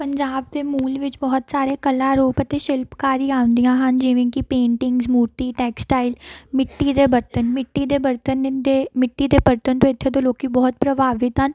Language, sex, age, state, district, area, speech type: Punjabi, female, 18-30, Punjab, Amritsar, urban, spontaneous